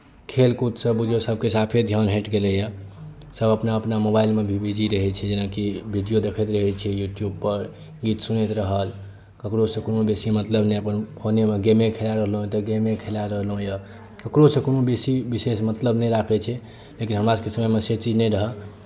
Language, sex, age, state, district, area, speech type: Maithili, male, 18-30, Bihar, Saharsa, rural, spontaneous